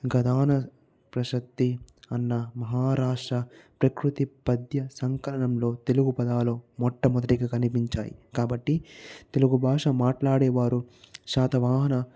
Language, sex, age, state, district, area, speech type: Telugu, male, 45-60, Andhra Pradesh, Chittoor, rural, spontaneous